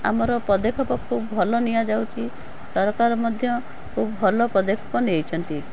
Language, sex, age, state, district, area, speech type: Odia, female, 45-60, Odisha, Cuttack, urban, spontaneous